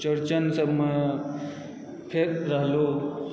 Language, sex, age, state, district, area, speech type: Maithili, male, 18-30, Bihar, Supaul, urban, spontaneous